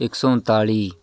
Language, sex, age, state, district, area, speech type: Punjabi, male, 18-30, Punjab, Shaheed Bhagat Singh Nagar, rural, spontaneous